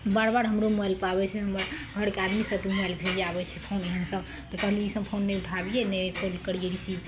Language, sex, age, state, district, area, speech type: Maithili, female, 30-45, Bihar, Araria, rural, spontaneous